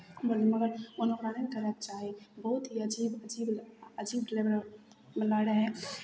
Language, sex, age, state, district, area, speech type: Maithili, female, 18-30, Bihar, Begusarai, rural, spontaneous